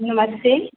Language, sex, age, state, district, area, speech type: Hindi, female, 60+, Uttar Pradesh, Azamgarh, rural, conversation